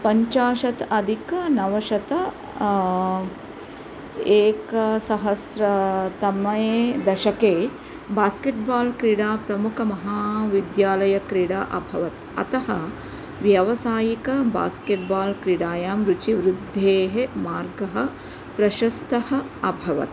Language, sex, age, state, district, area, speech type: Sanskrit, female, 45-60, Karnataka, Mysore, urban, read